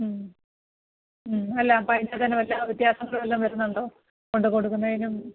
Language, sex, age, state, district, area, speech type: Malayalam, female, 45-60, Kerala, Alappuzha, rural, conversation